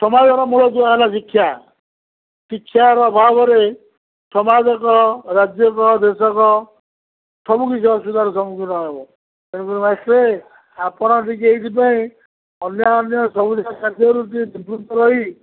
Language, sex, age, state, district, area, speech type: Odia, male, 45-60, Odisha, Sundergarh, rural, conversation